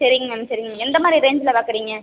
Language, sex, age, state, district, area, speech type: Tamil, female, 45-60, Tamil Nadu, Ariyalur, rural, conversation